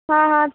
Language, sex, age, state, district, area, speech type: Hindi, female, 18-30, Uttar Pradesh, Chandauli, urban, conversation